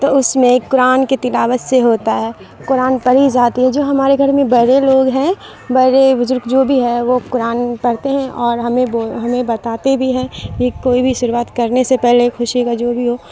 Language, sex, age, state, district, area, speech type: Urdu, female, 30-45, Bihar, Supaul, rural, spontaneous